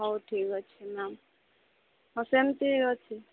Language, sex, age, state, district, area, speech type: Odia, female, 45-60, Odisha, Subarnapur, urban, conversation